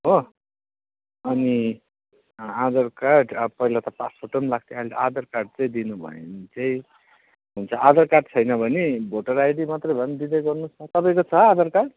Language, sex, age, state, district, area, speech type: Nepali, male, 30-45, West Bengal, Darjeeling, rural, conversation